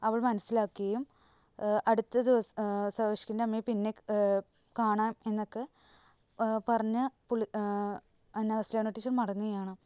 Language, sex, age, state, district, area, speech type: Malayalam, female, 18-30, Kerala, Ernakulam, rural, spontaneous